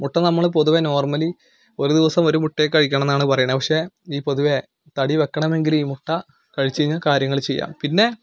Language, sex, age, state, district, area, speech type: Malayalam, male, 18-30, Kerala, Malappuram, rural, spontaneous